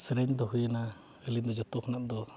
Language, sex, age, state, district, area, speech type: Santali, male, 45-60, Odisha, Mayurbhanj, rural, spontaneous